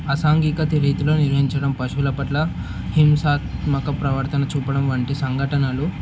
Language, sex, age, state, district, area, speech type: Telugu, male, 18-30, Telangana, Mulugu, urban, spontaneous